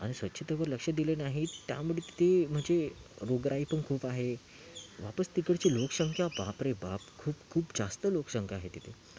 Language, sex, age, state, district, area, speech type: Marathi, male, 18-30, Maharashtra, Thane, urban, spontaneous